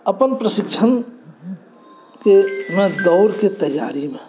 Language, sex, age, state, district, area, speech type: Maithili, male, 45-60, Bihar, Saharsa, urban, spontaneous